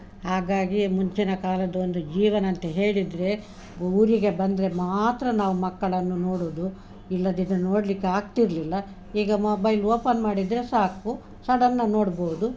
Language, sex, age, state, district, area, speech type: Kannada, female, 60+, Karnataka, Udupi, urban, spontaneous